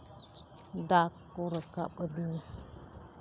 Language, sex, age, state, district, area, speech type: Santali, female, 30-45, West Bengal, Uttar Dinajpur, rural, spontaneous